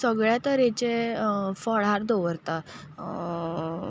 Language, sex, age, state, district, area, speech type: Goan Konkani, female, 45-60, Goa, Ponda, rural, spontaneous